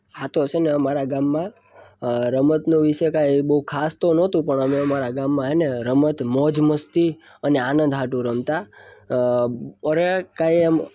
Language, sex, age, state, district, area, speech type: Gujarati, male, 18-30, Gujarat, Surat, rural, spontaneous